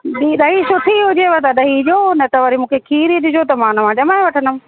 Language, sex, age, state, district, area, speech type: Sindhi, female, 30-45, Madhya Pradesh, Katni, urban, conversation